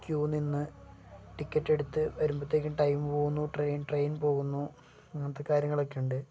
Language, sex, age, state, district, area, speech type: Malayalam, male, 18-30, Kerala, Wayanad, rural, spontaneous